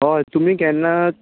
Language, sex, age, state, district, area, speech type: Goan Konkani, male, 45-60, Goa, Tiswadi, rural, conversation